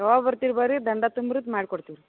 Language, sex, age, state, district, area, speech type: Kannada, female, 60+, Karnataka, Belgaum, rural, conversation